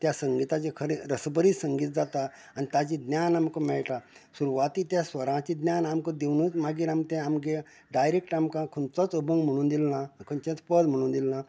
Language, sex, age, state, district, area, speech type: Goan Konkani, male, 45-60, Goa, Canacona, rural, spontaneous